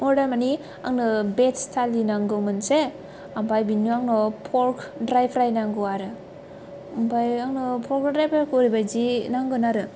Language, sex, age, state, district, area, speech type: Bodo, female, 18-30, Assam, Kokrajhar, urban, spontaneous